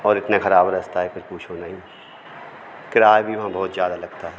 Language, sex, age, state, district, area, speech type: Hindi, male, 45-60, Madhya Pradesh, Hoshangabad, urban, spontaneous